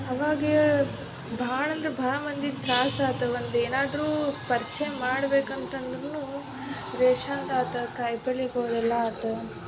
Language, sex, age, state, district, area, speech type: Kannada, female, 18-30, Karnataka, Dharwad, urban, spontaneous